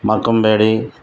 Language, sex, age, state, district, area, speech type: Telugu, male, 60+, Andhra Pradesh, Nellore, rural, spontaneous